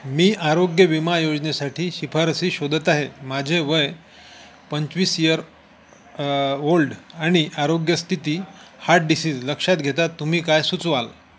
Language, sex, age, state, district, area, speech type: Marathi, male, 45-60, Maharashtra, Wardha, urban, read